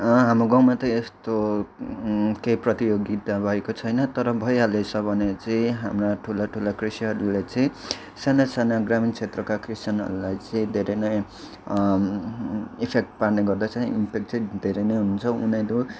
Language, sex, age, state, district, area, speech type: Nepali, male, 18-30, West Bengal, Kalimpong, rural, spontaneous